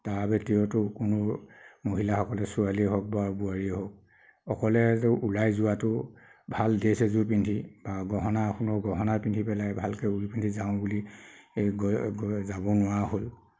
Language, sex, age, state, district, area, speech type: Assamese, male, 30-45, Assam, Nagaon, rural, spontaneous